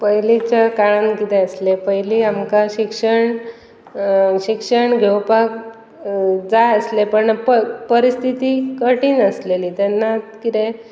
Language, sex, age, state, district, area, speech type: Goan Konkani, female, 30-45, Goa, Pernem, rural, spontaneous